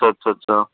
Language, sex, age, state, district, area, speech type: Hindi, male, 30-45, Rajasthan, Jaipur, urban, conversation